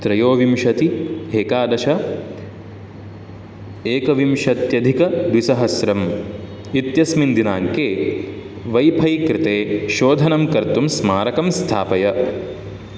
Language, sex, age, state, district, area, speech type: Sanskrit, male, 18-30, Karnataka, Udupi, rural, read